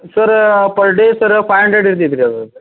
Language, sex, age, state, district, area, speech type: Kannada, male, 45-60, Karnataka, Dharwad, rural, conversation